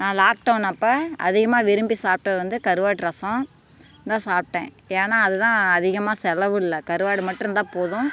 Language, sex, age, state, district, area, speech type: Tamil, female, 45-60, Tamil Nadu, Namakkal, rural, spontaneous